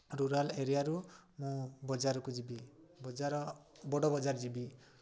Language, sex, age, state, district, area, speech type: Odia, male, 18-30, Odisha, Mayurbhanj, rural, spontaneous